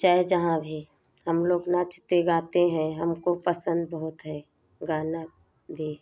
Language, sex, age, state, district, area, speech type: Hindi, female, 18-30, Uttar Pradesh, Prayagraj, rural, spontaneous